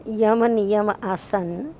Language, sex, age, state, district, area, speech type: Gujarati, female, 45-60, Gujarat, Amreli, urban, spontaneous